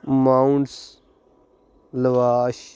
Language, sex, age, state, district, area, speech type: Punjabi, male, 30-45, Punjab, Hoshiarpur, rural, spontaneous